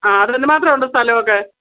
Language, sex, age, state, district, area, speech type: Malayalam, female, 60+, Kerala, Pathanamthitta, rural, conversation